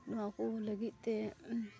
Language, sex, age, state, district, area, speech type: Santali, female, 18-30, West Bengal, Malda, rural, spontaneous